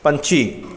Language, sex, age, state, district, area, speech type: Punjabi, male, 45-60, Punjab, Bathinda, urban, read